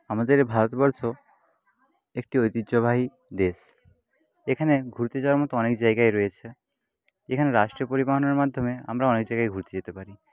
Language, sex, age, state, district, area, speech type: Bengali, male, 30-45, West Bengal, Paschim Medinipur, rural, spontaneous